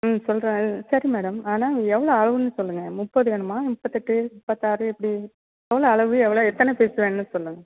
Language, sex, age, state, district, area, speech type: Tamil, female, 45-60, Tamil Nadu, Thanjavur, rural, conversation